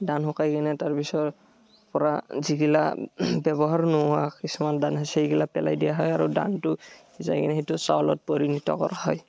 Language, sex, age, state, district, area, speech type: Assamese, male, 18-30, Assam, Barpeta, rural, spontaneous